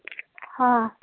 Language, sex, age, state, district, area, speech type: Manipuri, female, 18-30, Manipur, Kangpokpi, urban, conversation